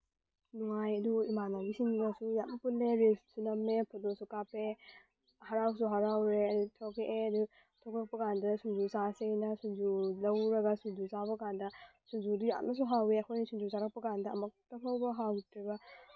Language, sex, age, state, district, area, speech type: Manipuri, female, 18-30, Manipur, Tengnoupal, urban, spontaneous